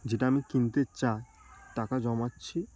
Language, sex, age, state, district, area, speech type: Bengali, male, 18-30, West Bengal, Darjeeling, urban, spontaneous